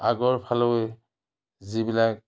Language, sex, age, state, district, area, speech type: Assamese, male, 60+, Assam, Biswanath, rural, spontaneous